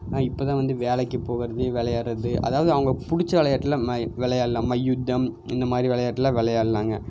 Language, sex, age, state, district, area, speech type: Tamil, male, 18-30, Tamil Nadu, Coimbatore, urban, spontaneous